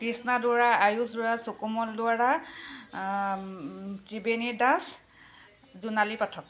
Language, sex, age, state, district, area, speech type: Assamese, female, 30-45, Assam, Kamrup Metropolitan, urban, spontaneous